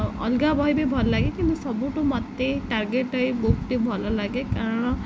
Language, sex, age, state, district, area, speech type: Odia, female, 18-30, Odisha, Jagatsinghpur, rural, spontaneous